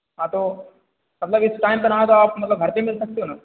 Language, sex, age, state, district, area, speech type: Hindi, male, 30-45, Madhya Pradesh, Hoshangabad, rural, conversation